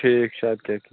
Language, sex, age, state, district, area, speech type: Kashmiri, male, 18-30, Jammu and Kashmir, Bandipora, rural, conversation